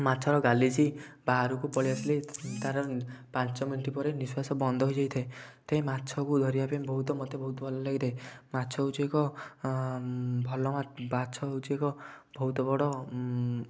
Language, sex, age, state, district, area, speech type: Odia, male, 18-30, Odisha, Kendujhar, urban, spontaneous